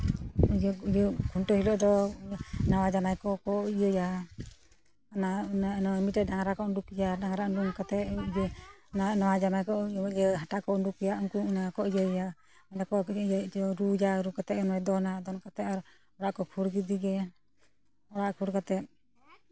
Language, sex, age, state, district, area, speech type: Santali, female, 18-30, West Bengal, Purulia, rural, spontaneous